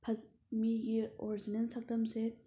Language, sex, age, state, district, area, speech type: Manipuri, female, 30-45, Manipur, Thoubal, rural, spontaneous